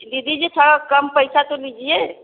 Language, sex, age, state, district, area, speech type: Hindi, female, 60+, Uttar Pradesh, Varanasi, rural, conversation